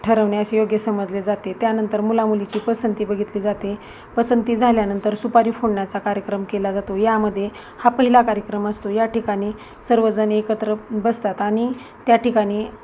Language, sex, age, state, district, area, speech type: Marathi, female, 30-45, Maharashtra, Osmanabad, rural, spontaneous